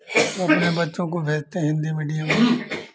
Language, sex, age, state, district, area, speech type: Hindi, male, 60+, Uttar Pradesh, Azamgarh, urban, spontaneous